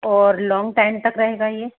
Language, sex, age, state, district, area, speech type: Hindi, female, 30-45, Rajasthan, Jaipur, urban, conversation